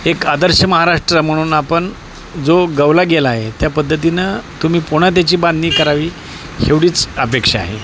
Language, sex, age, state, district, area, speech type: Marathi, male, 45-60, Maharashtra, Osmanabad, rural, spontaneous